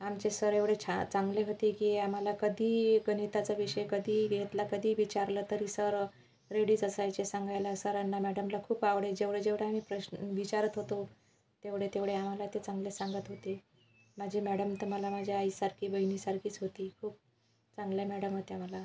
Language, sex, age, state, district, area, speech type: Marathi, female, 45-60, Maharashtra, Washim, rural, spontaneous